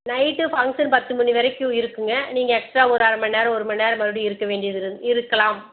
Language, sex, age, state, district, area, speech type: Tamil, female, 45-60, Tamil Nadu, Tiruppur, rural, conversation